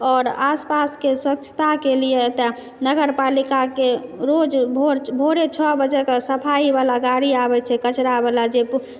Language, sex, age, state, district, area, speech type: Maithili, female, 30-45, Bihar, Madhubani, urban, spontaneous